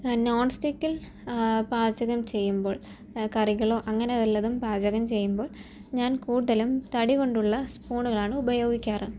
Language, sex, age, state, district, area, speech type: Malayalam, female, 18-30, Kerala, Thiruvananthapuram, urban, spontaneous